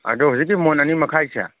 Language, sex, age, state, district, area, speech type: Manipuri, male, 30-45, Manipur, Kangpokpi, urban, conversation